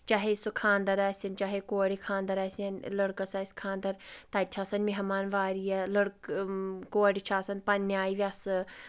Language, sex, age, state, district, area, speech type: Kashmiri, female, 45-60, Jammu and Kashmir, Anantnag, rural, spontaneous